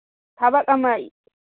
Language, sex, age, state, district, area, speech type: Manipuri, female, 30-45, Manipur, Imphal East, rural, conversation